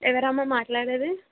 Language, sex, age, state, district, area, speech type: Telugu, female, 18-30, Telangana, Nalgonda, rural, conversation